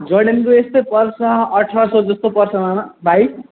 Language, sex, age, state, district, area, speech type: Nepali, male, 18-30, West Bengal, Alipurduar, urban, conversation